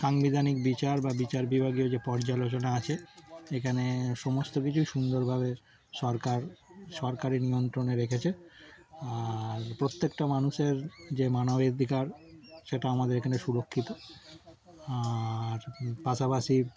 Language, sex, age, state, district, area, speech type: Bengali, male, 30-45, West Bengal, Darjeeling, urban, spontaneous